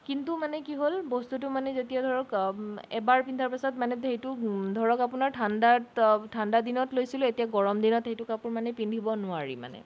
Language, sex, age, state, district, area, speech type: Assamese, female, 30-45, Assam, Sonitpur, rural, spontaneous